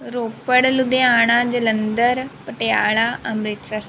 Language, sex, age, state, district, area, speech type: Punjabi, female, 18-30, Punjab, Rupnagar, rural, spontaneous